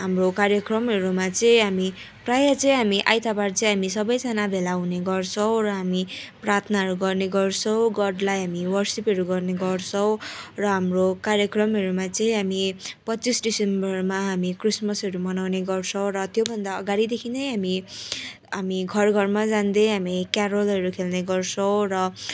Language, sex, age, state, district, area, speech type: Nepali, female, 18-30, West Bengal, Darjeeling, rural, spontaneous